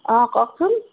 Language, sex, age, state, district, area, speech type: Assamese, female, 60+, Assam, Golaghat, urban, conversation